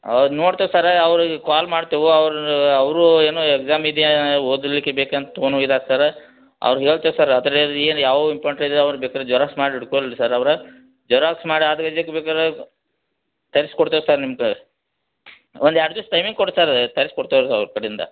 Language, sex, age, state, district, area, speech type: Kannada, male, 30-45, Karnataka, Belgaum, rural, conversation